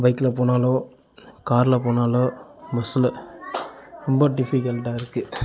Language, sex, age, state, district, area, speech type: Tamil, male, 30-45, Tamil Nadu, Kallakurichi, urban, spontaneous